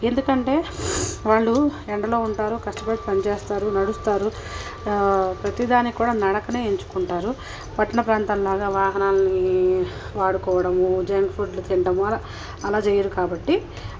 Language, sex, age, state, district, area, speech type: Telugu, female, 30-45, Telangana, Peddapalli, rural, spontaneous